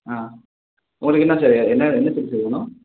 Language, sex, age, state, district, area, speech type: Tamil, male, 18-30, Tamil Nadu, Thanjavur, rural, conversation